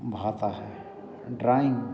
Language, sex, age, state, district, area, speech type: Hindi, male, 60+, Madhya Pradesh, Hoshangabad, rural, spontaneous